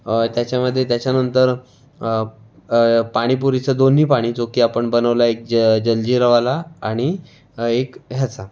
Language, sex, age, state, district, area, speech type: Marathi, male, 18-30, Maharashtra, Raigad, rural, spontaneous